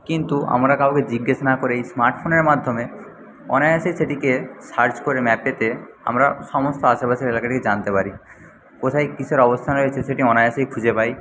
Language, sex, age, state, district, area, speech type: Bengali, male, 60+, West Bengal, Paschim Medinipur, rural, spontaneous